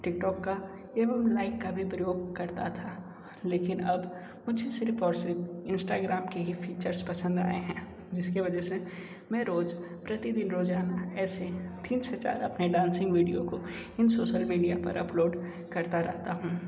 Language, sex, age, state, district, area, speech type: Hindi, male, 60+, Uttar Pradesh, Sonbhadra, rural, spontaneous